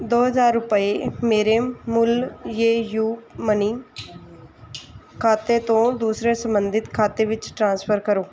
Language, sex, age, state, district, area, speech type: Punjabi, female, 30-45, Punjab, Mansa, urban, read